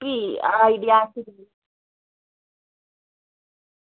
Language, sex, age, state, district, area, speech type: Dogri, female, 18-30, Jammu and Kashmir, Jammu, rural, conversation